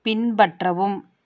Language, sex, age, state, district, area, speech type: Tamil, female, 30-45, Tamil Nadu, Tiruppur, rural, read